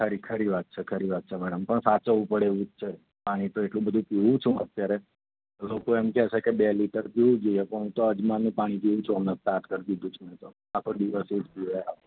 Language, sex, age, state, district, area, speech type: Gujarati, male, 30-45, Gujarat, Anand, urban, conversation